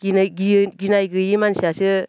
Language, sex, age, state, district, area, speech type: Bodo, female, 45-60, Assam, Baksa, rural, spontaneous